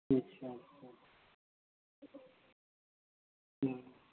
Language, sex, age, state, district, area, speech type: Hindi, male, 45-60, Uttar Pradesh, Sitapur, rural, conversation